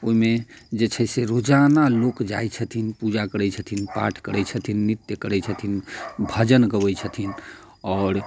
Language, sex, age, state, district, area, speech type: Maithili, male, 30-45, Bihar, Muzaffarpur, rural, spontaneous